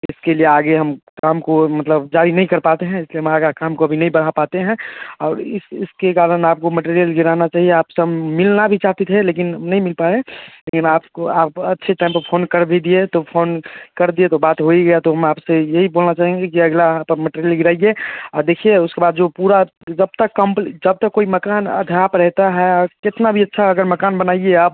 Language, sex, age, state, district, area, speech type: Hindi, male, 30-45, Bihar, Darbhanga, rural, conversation